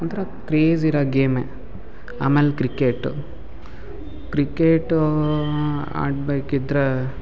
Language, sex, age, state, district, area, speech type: Kannada, male, 18-30, Karnataka, Uttara Kannada, rural, spontaneous